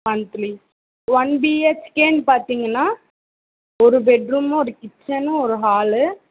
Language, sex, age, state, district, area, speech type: Tamil, female, 18-30, Tamil Nadu, Tiruvallur, urban, conversation